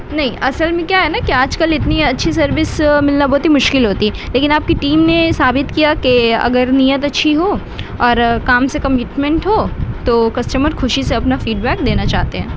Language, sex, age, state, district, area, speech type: Urdu, female, 18-30, West Bengal, Kolkata, urban, spontaneous